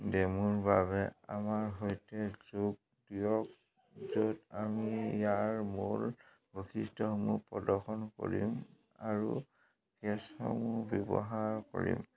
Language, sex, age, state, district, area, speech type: Assamese, male, 45-60, Assam, Dhemaji, rural, read